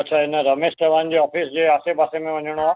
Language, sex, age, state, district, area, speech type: Sindhi, male, 45-60, Maharashtra, Thane, urban, conversation